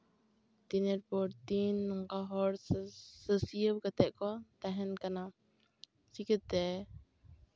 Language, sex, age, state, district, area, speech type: Santali, female, 18-30, West Bengal, Jhargram, rural, spontaneous